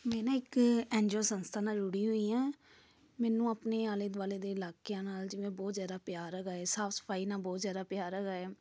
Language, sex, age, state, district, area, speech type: Punjabi, female, 30-45, Punjab, Amritsar, urban, spontaneous